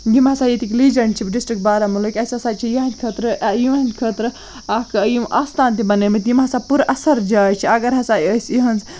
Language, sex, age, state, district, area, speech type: Kashmiri, female, 18-30, Jammu and Kashmir, Baramulla, rural, spontaneous